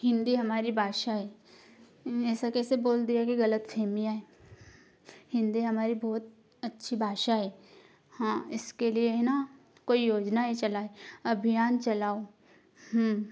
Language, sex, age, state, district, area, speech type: Hindi, female, 18-30, Madhya Pradesh, Ujjain, urban, spontaneous